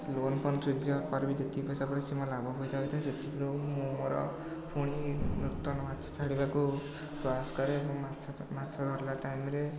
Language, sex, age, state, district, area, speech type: Odia, male, 18-30, Odisha, Puri, urban, spontaneous